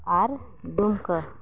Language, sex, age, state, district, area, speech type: Santali, female, 30-45, Jharkhand, East Singhbhum, rural, spontaneous